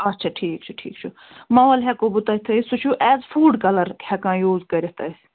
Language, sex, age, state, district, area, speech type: Kashmiri, female, 45-60, Jammu and Kashmir, Budgam, rural, conversation